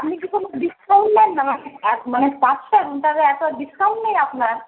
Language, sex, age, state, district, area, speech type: Bengali, female, 18-30, West Bengal, Darjeeling, urban, conversation